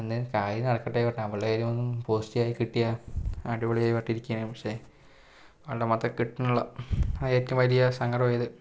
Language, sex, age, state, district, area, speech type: Malayalam, male, 18-30, Kerala, Palakkad, rural, spontaneous